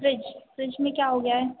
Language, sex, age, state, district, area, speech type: Hindi, female, 18-30, Madhya Pradesh, Hoshangabad, rural, conversation